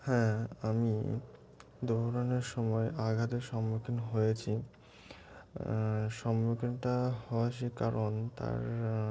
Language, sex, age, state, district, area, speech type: Bengali, male, 18-30, West Bengal, Murshidabad, urban, spontaneous